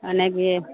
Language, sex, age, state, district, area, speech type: Maithili, female, 30-45, Bihar, Madhepura, rural, conversation